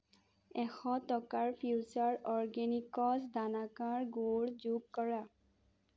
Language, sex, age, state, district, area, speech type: Assamese, female, 18-30, Assam, Sonitpur, rural, read